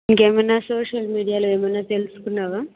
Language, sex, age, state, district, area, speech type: Telugu, female, 30-45, Andhra Pradesh, Chittoor, urban, conversation